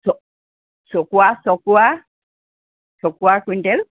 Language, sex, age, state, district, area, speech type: Assamese, female, 60+, Assam, Golaghat, rural, conversation